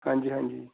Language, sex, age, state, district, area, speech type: Punjabi, male, 45-60, Punjab, Tarn Taran, rural, conversation